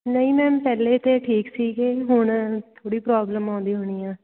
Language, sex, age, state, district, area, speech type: Punjabi, female, 18-30, Punjab, Fatehgarh Sahib, rural, conversation